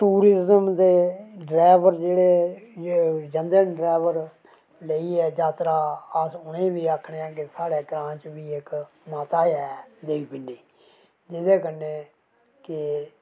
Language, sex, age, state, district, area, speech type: Dogri, male, 60+, Jammu and Kashmir, Reasi, rural, spontaneous